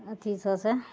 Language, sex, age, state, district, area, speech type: Maithili, female, 45-60, Bihar, Araria, urban, spontaneous